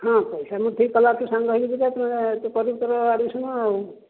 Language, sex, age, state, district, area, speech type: Odia, male, 60+, Odisha, Dhenkanal, rural, conversation